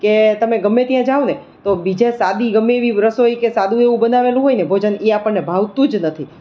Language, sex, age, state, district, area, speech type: Gujarati, female, 30-45, Gujarat, Rajkot, urban, spontaneous